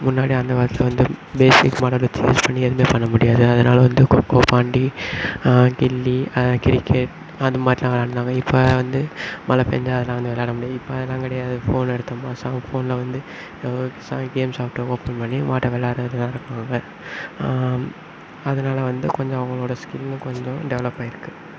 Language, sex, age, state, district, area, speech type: Tamil, male, 18-30, Tamil Nadu, Sivaganga, rural, spontaneous